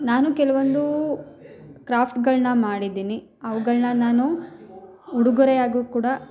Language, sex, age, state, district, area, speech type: Kannada, female, 30-45, Karnataka, Hassan, rural, spontaneous